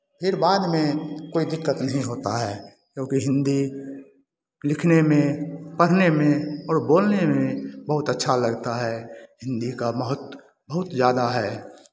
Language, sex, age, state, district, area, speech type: Hindi, male, 60+, Bihar, Begusarai, urban, spontaneous